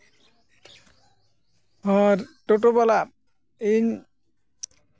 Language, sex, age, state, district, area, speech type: Santali, male, 45-60, West Bengal, Jhargram, rural, spontaneous